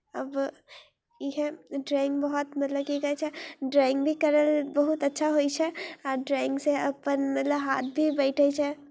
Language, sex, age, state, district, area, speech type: Maithili, female, 18-30, Bihar, Muzaffarpur, rural, spontaneous